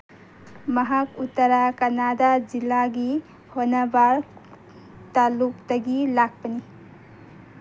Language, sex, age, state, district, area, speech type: Manipuri, female, 18-30, Manipur, Kangpokpi, urban, read